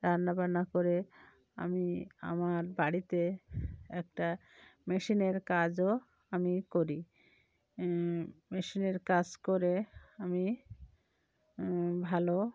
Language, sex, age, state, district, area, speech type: Bengali, female, 45-60, West Bengal, Cooch Behar, urban, spontaneous